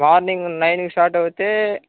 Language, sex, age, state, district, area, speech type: Telugu, male, 30-45, Andhra Pradesh, Chittoor, urban, conversation